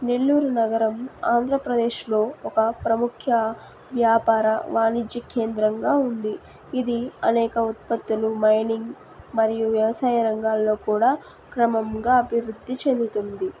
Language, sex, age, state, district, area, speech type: Telugu, female, 18-30, Andhra Pradesh, Nellore, rural, spontaneous